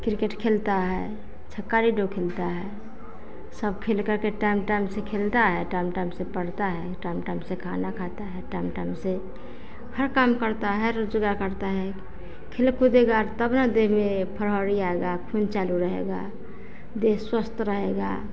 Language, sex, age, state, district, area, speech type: Hindi, female, 60+, Bihar, Vaishali, rural, spontaneous